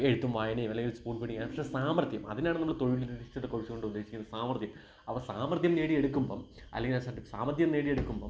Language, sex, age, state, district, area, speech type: Malayalam, male, 18-30, Kerala, Kottayam, rural, spontaneous